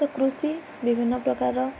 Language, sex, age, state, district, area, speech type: Odia, female, 18-30, Odisha, Balangir, urban, spontaneous